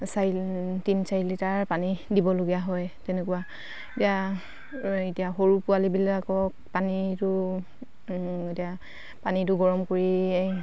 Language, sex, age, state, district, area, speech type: Assamese, female, 45-60, Assam, Dibrugarh, rural, spontaneous